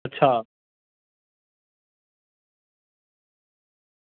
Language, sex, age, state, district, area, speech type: Dogri, male, 18-30, Jammu and Kashmir, Samba, rural, conversation